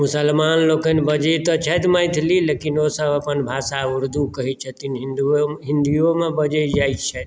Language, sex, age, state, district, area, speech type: Maithili, male, 45-60, Bihar, Madhubani, rural, spontaneous